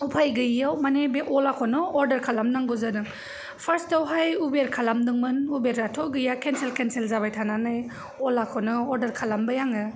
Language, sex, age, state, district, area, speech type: Bodo, female, 30-45, Assam, Kokrajhar, urban, spontaneous